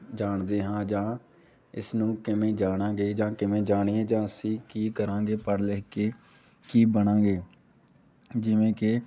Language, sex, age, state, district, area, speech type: Punjabi, male, 18-30, Punjab, Amritsar, rural, spontaneous